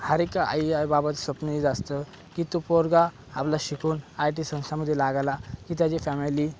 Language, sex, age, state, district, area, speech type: Marathi, male, 18-30, Maharashtra, Thane, urban, spontaneous